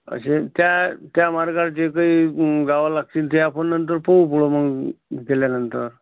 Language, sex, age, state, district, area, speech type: Marathi, male, 45-60, Maharashtra, Amravati, rural, conversation